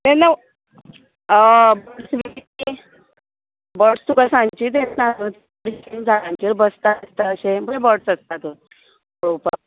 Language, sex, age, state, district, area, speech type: Goan Konkani, female, 30-45, Goa, Tiswadi, rural, conversation